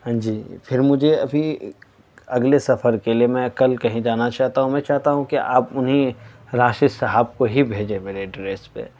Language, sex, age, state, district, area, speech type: Urdu, male, 18-30, Delhi, South Delhi, urban, spontaneous